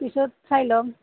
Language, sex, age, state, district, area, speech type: Assamese, female, 30-45, Assam, Nalbari, rural, conversation